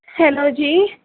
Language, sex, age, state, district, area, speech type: Punjabi, female, 18-30, Punjab, Fazilka, rural, conversation